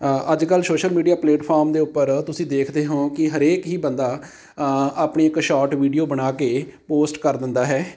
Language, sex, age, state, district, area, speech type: Punjabi, male, 30-45, Punjab, Amritsar, rural, spontaneous